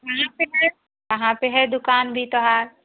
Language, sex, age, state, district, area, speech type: Hindi, female, 45-60, Uttar Pradesh, Prayagraj, rural, conversation